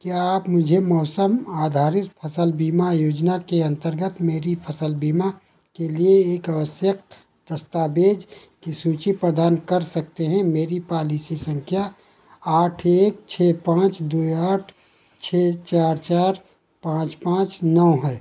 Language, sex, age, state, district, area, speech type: Hindi, male, 60+, Uttar Pradesh, Ayodhya, rural, read